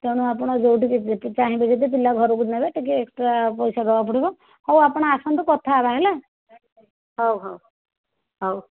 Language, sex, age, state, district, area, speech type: Odia, female, 60+, Odisha, Jajpur, rural, conversation